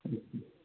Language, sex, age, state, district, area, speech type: Hindi, male, 18-30, Madhya Pradesh, Ujjain, rural, conversation